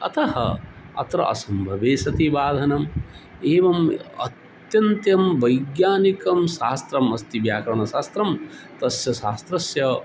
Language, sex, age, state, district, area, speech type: Sanskrit, male, 45-60, Odisha, Cuttack, rural, spontaneous